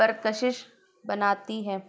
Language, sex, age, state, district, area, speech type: Urdu, female, 18-30, Bihar, Gaya, urban, spontaneous